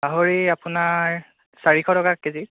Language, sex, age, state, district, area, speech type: Assamese, male, 18-30, Assam, Golaghat, rural, conversation